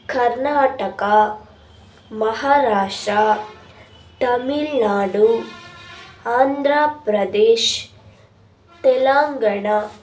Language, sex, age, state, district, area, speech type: Kannada, female, 30-45, Karnataka, Davanagere, urban, spontaneous